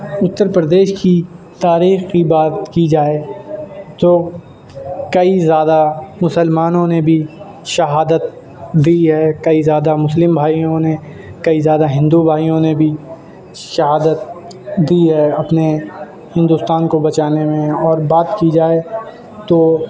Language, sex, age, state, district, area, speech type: Urdu, male, 18-30, Uttar Pradesh, Shahjahanpur, urban, spontaneous